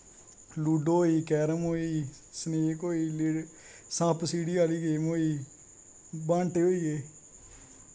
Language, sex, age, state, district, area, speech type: Dogri, male, 18-30, Jammu and Kashmir, Kathua, rural, spontaneous